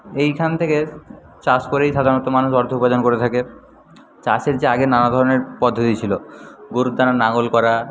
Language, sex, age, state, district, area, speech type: Bengali, male, 60+, West Bengal, Paschim Medinipur, rural, spontaneous